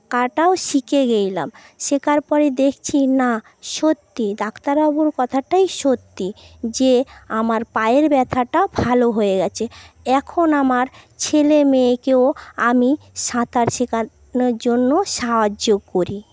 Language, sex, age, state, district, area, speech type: Bengali, female, 30-45, West Bengal, Paschim Medinipur, urban, spontaneous